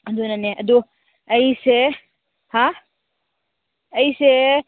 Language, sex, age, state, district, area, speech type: Manipuri, female, 18-30, Manipur, Senapati, rural, conversation